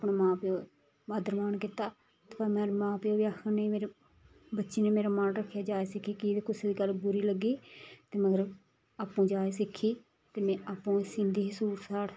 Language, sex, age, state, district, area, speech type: Dogri, female, 30-45, Jammu and Kashmir, Reasi, rural, spontaneous